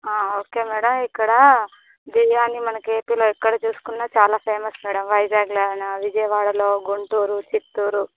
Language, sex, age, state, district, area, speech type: Telugu, female, 18-30, Andhra Pradesh, Visakhapatnam, urban, conversation